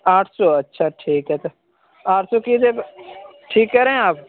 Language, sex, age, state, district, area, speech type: Urdu, male, 18-30, Uttar Pradesh, Saharanpur, urban, conversation